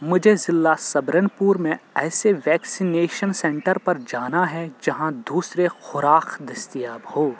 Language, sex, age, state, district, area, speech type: Urdu, male, 18-30, Jammu and Kashmir, Srinagar, rural, read